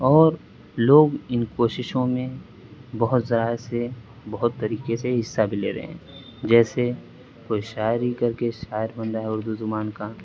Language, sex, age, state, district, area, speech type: Urdu, male, 18-30, Uttar Pradesh, Azamgarh, rural, spontaneous